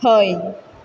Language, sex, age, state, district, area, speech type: Goan Konkani, female, 18-30, Goa, Quepem, rural, read